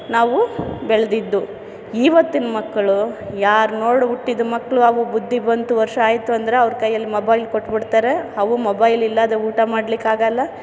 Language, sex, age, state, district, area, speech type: Kannada, female, 45-60, Karnataka, Chamarajanagar, rural, spontaneous